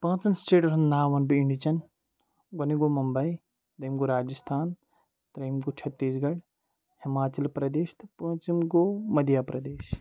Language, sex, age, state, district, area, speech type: Kashmiri, male, 18-30, Jammu and Kashmir, Ganderbal, rural, spontaneous